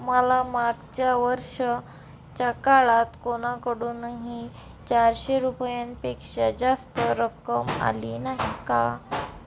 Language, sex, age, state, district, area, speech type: Marathi, female, 18-30, Maharashtra, Amravati, rural, read